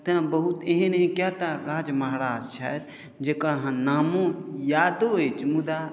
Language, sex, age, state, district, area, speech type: Maithili, male, 30-45, Bihar, Madhubani, rural, spontaneous